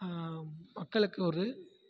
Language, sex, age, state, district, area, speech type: Tamil, male, 18-30, Tamil Nadu, Tiruvarur, rural, spontaneous